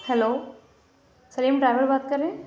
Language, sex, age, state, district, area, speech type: Urdu, female, 18-30, Uttar Pradesh, Lucknow, rural, spontaneous